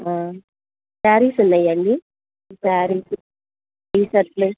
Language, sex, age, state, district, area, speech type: Telugu, female, 60+, Andhra Pradesh, Guntur, urban, conversation